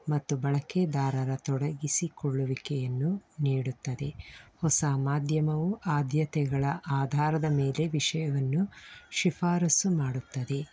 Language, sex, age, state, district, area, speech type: Kannada, female, 45-60, Karnataka, Tumkur, rural, spontaneous